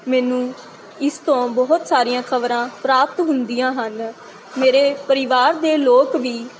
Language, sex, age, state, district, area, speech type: Punjabi, female, 18-30, Punjab, Mansa, rural, spontaneous